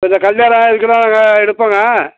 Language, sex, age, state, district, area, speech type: Tamil, male, 60+, Tamil Nadu, Madurai, rural, conversation